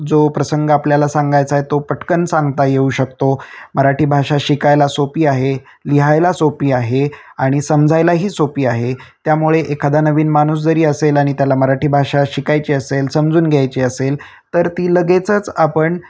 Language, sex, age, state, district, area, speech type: Marathi, male, 30-45, Maharashtra, Osmanabad, rural, spontaneous